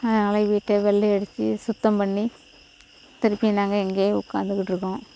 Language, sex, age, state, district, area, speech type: Tamil, female, 45-60, Tamil Nadu, Thoothukudi, rural, spontaneous